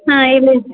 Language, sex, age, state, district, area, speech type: Kannada, female, 30-45, Karnataka, Shimoga, rural, conversation